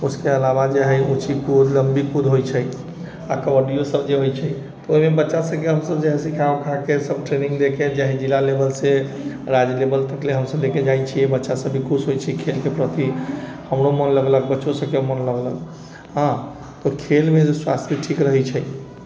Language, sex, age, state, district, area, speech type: Maithili, male, 30-45, Bihar, Sitamarhi, urban, spontaneous